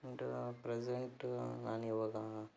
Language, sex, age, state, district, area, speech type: Kannada, male, 18-30, Karnataka, Davanagere, urban, spontaneous